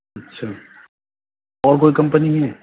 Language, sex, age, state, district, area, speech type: Urdu, male, 45-60, Delhi, Central Delhi, urban, conversation